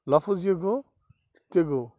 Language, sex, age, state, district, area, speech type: Kashmiri, male, 30-45, Jammu and Kashmir, Bandipora, rural, spontaneous